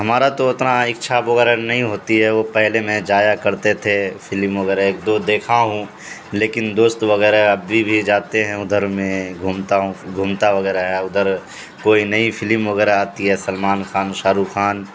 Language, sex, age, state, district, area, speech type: Urdu, male, 30-45, Bihar, Supaul, rural, spontaneous